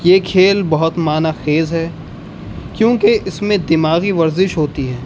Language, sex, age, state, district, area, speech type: Urdu, male, 18-30, Uttar Pradesh, Rampur, urban, spontaneous